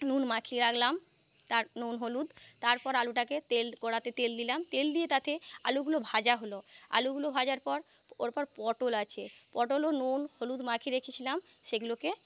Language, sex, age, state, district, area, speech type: Bengali, female, 30-45, West Bengal, Paschim Medinipur, rural, spontaneous